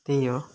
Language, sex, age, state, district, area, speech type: Nepali, male, 18-30, West Bengal, Darjeeling, rural, spontaneous